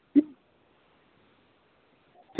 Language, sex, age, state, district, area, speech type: Gujarati, female, 18-30, Gujarat, Valsad, rural, conversation